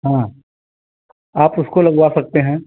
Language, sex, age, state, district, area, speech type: Hindi, male, 30-45, Uttar Pradesh, Ayodhya, rural, conversation